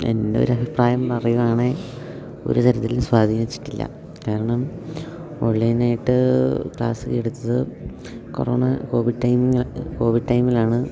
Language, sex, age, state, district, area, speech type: Malayalam, male, 18-30, Kerala, Idukki, rural, spontaneous